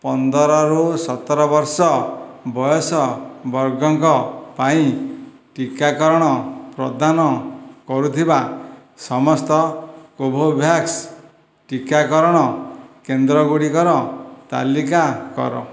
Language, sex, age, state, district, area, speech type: Odia, male, 60+, Odisha, Dhenkanal, rural, read